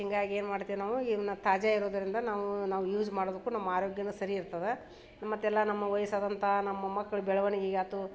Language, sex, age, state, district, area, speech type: Kannada, female, 30-45, Karnataka, Dharwad, urban, spontaneous